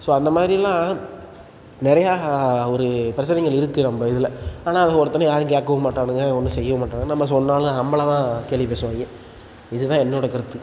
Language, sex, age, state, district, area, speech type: Tamil, male, 18-30, Tamil Nadu, Tiruchirappalli, rural, spontaneous